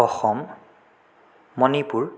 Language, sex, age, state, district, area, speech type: Assamese, male, 18-30, Assam, Sonitpur, rural, spontaneous